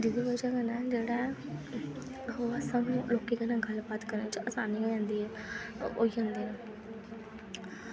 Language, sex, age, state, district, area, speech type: Dogri, female, 18-30, Jammu and Kashmir, Kathua, rural, spontaneous